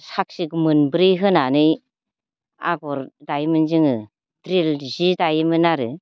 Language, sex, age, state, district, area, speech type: Bodo, female, 45-60, Assam, Baksa, rural, spontaneous